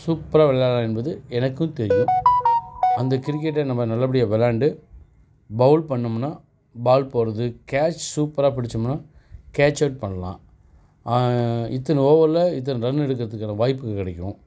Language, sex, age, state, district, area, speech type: Tamil, male, 45-60, Tamil Nadu, Perambalur, rural, spontaneous